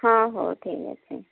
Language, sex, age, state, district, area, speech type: Odia, female, 45-60, Odisha, Gajapati, rural, conversation